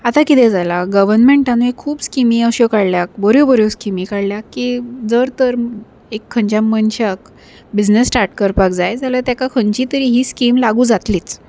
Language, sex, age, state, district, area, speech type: Goan Konkani, female, 30-45, Goa, Salcete, urban, spontaneous